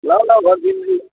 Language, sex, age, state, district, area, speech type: Nepali, male, 18-30, West Bengal, Alipurduar, urban, conversation